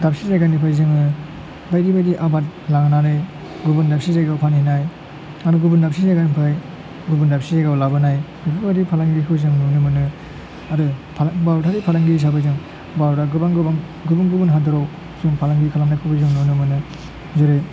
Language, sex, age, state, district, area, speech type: Bodo, male, 30-45, Assam, Chirang, rural, spontaneous